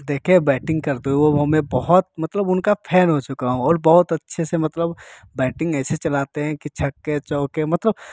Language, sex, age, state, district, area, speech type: Hindi, male, 18-30, Bihar, Samastipur, urban, spontaneous